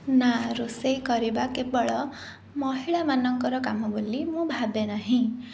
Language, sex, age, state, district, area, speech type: Odia, female, 30-45, Odisha, Jajpur, rural, spontaneous